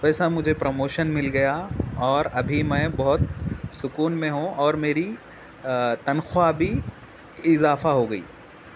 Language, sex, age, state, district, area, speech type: Urdu, male, 18-30, Telangana, Hyderabad, urban, spontaneous